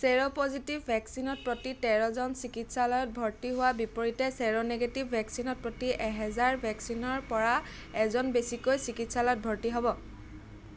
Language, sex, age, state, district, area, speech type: Assamese, female, 18-30, Assam, Sivasagar, rural, read